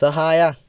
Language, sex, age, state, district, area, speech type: Kannada, male, 18-30, Karnataka, Bidar, urban, read